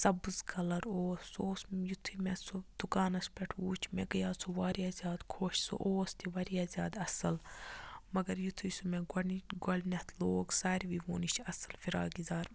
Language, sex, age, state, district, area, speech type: Kashmiri, female, 30-45, Jammu and Kashmir, Budgam, rural, spontaneous